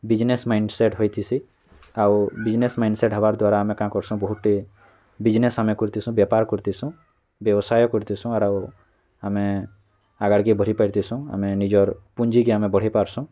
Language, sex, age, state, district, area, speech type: Odia, male, 18-30, Odisha, Bargarh, rural, spontaneous